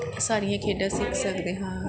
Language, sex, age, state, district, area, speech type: Punjabi, female, 30-45, Punjab, Pathankot, urban, spontaneous